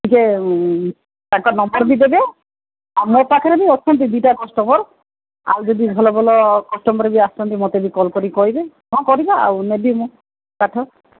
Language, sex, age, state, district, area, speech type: Odia, female, 45-60, Odisha, Sundergarh, rural, conversation